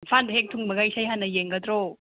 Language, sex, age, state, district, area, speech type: Manipuri, female, 30-45, Manipur, Imphal East, rural, conversation